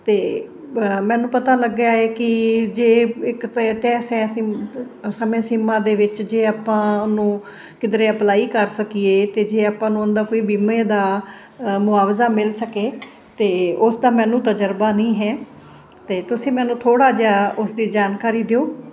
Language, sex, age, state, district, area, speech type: Punjabi, female, 45-60, Punjab, Fazilka, rural, spontaneous